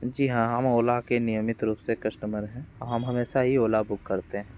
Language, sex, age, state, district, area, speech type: Hindi, male, 30-45, Uttar Pradesh, Mirzapur, urban, spontaneous